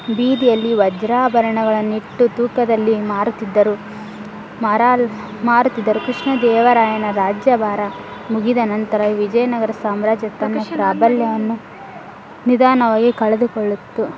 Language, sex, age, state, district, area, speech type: Kannada, female, 18-30, Karnataka, Koppal, rural, spontaneous